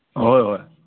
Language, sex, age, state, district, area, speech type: Manipuri, male, 60+, Manipur, Imphal East, rural, conversation